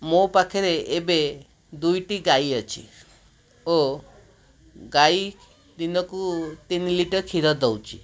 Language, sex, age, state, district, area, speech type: Odia, male, 30-45, Odisha, Cuttack, urban, spontaneous